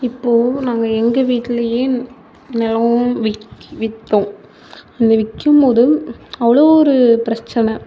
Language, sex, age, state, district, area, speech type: Tamil, female, 18-30, Tamil Nadu, Mayiladuthurai, urban, spontaneous